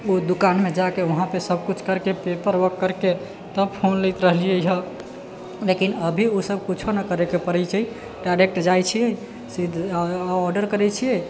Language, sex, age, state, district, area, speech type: Maithili, male, 18-30, Bihar, Sitamarhi, urban, spontaneous